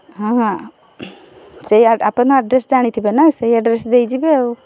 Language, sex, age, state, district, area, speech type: Odia, female, 45-60, Odisha, Kendrapara, urban, spontaneous